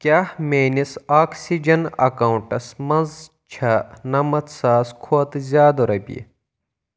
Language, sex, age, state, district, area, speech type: Kashmiri, male, 18-30, Jammu and Kashmir, Pulwama, urban, read